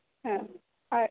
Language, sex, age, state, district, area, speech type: Bengali, female, 18-30, West Bengal, Purba Bardhaman, rural, conversation